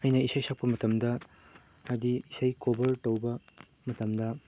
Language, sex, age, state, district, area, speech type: Manipuri, male, 18-30, Manipur, Chandel, rural, spontaneous